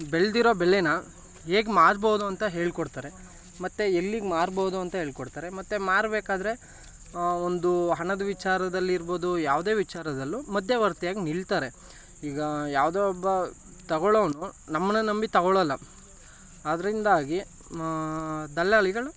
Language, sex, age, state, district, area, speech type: Kannada, male, 18-30, Karnataka, Chamarajanagar, rural, spontaneous